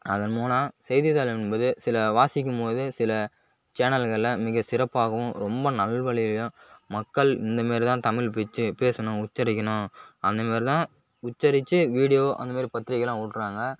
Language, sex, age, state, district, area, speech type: Tamil, male, 18-30, Tamil Nadu, Kallakurichi, urban, spontaneous